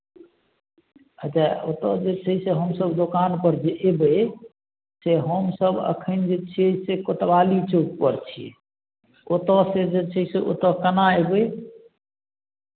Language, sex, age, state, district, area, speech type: Maithili, male, 45-60, Bihar, Madhubani, rural, conversation